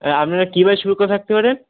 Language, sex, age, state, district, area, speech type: Bengali, male, 18-30, West Bengal, Howrah, urban, conversation